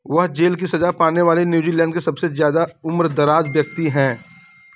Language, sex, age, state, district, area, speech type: Hindi, male, 45-60, Uttar Pradesh, Bhadohi, urban, read